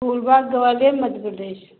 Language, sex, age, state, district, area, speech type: Hindi, female, 30-45, Madhya Pradesh, Gwalior, rural, conversation